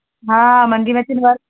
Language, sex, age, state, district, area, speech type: Sindhi, female, 30-45, Gujarat, Kutch, rural, conversation